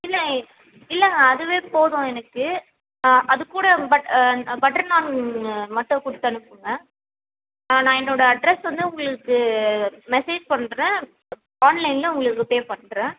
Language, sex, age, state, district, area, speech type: Tamil, female, 18-30, Tamil Nadu, Ranipet, rural, conversation